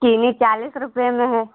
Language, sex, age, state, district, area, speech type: Hindi, female, 45-60, Uttar Pradesh, Lucknow, rural, conversation